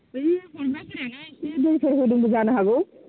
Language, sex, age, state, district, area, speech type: Bodo, female, 30-45, Assam, Baksa, rural, conversation